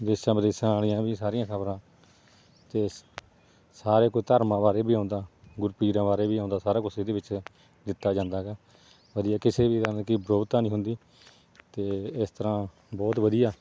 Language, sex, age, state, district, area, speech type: Punjabi, male, 30-45, Punjab, Bathinda, rural, spontaneous